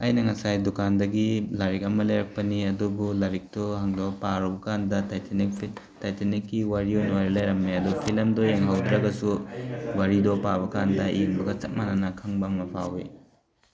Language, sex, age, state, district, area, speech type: Manipuri, male, 18-30, Manipur, Tengnoupal, rural, spontaneous